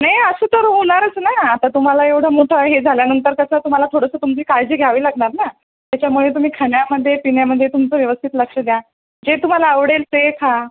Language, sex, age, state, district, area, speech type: Marathi, female, 30-45, Maharashtra, Buldhana, urban, conversation